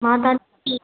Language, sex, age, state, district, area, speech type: Sindhi, female, 30-45, Maharashtra, Thane, urban, conversation